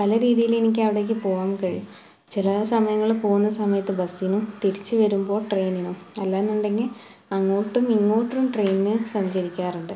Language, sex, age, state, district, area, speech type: Malayalam, female, 18-30, Kerala, Malappuram, rural, spontaneous